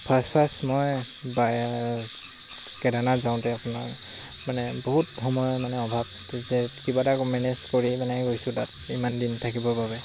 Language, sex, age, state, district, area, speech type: Assamese, male, 18-30, Assam, Lakhimpur, rural, spontaneous